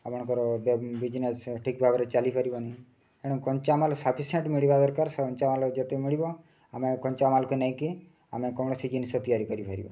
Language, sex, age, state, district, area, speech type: Odia, male, 30-45, Odisha, Mayurbhanj, rural, spontaneous